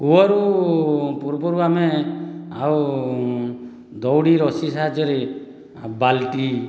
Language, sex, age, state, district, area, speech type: Odia, male, 45-60, Odisha, Dhenkanal, rural, spontaneous